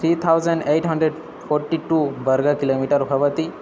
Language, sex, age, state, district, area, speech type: Sanskrit, male, 18-30, Odisha, Balangir, rural, spontaneous